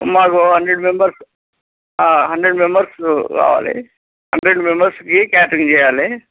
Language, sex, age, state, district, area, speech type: Telugu, male, 30-45, Telangana, Nagarkurnool, urban, conversation